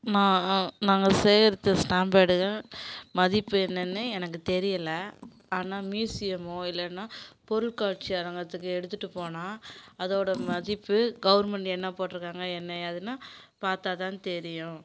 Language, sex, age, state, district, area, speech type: Tamil, female, 30-45, Tamil Nadu, Kallakurichi, urban, spontaneous